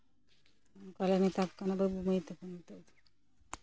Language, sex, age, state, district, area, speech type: Santali, female, 18-30, West Bengal, Purulia, rural, spontaneous